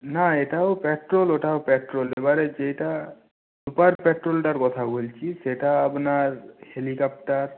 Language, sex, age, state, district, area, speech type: Bengali, male, 45-60, West Bengal, Nadia, rural, conversation